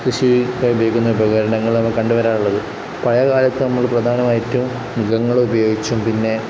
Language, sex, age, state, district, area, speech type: Malayalam, male, 18-30, Kerala, Kozhikode, rural, spontaneous